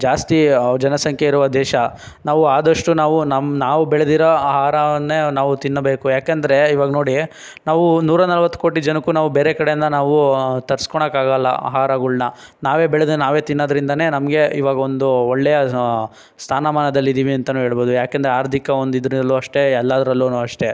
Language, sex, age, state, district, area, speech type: Kannada, male, 60+, Karnataka, Chikkaballapur, rural, spontaneous